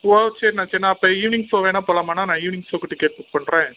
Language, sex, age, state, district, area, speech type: Tamil, male, 45-60, Tamil Nadu, Pudukkottai, rural, conversation